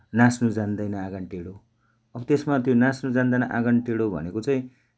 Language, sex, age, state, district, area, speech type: Nepali, male, 60+, West Bengal, Darjeeling, rural, spontaneous